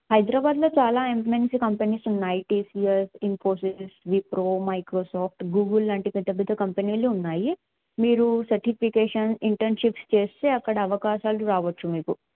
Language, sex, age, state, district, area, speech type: Telugu, female, 18-30, Telangana, Bhadradri Kothagudem, urban, conversation